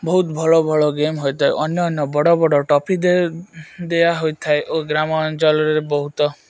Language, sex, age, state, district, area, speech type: Odia, male, 18-30, Odisha, Malkangiri, urban, spontaneous